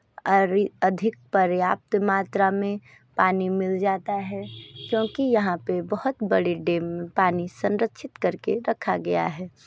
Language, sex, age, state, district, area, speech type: Hindi, female, 30-45, Uttar Pradesh, Sonbhadra, rural, spontaneous